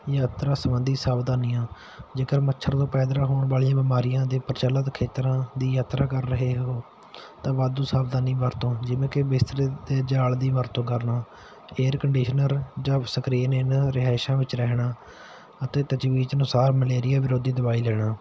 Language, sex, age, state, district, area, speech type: Punjabi, male, 18-30, Punjab, Patiala, urban, spontaneous